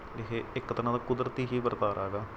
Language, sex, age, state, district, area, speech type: Punjabi, male, 18-30, Punjab, Mansa, rural, spontaneous